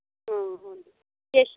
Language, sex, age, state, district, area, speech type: Kannada, female, 18-30, Karnataka, Bangalore Rural, rural, conversation